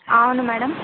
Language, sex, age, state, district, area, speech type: Telugu, female, 18-30, Telangana, Hyderabad, urban, conversation